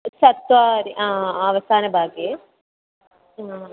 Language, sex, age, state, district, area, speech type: Sanskrit, female, 18-30, Kerala, Kozhikode, rural, conversation